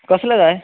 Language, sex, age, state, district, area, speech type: Goan Konkani, male, 18-30, Goa, Bardez, urban, conversation